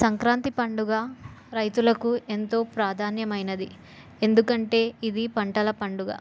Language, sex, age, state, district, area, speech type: Telugu, female, 18-30, Telangana, Jayashankar, urban, spontaneous